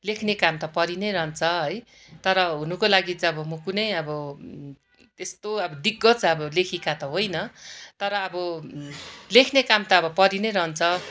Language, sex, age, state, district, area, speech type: Nepali, female, 45-60, West Bengal, Darjeeling, rural, spontaneous